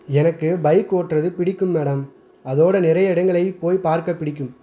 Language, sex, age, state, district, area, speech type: Tamil, male, 30-45, Tamil Nadu, Madurai, rural, read